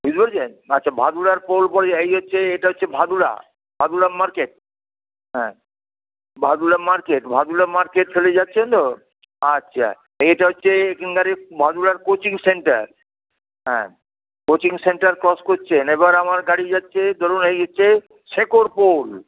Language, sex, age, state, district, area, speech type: Bengali, male, 60+, West Bengal, Hooghly, rural, conversation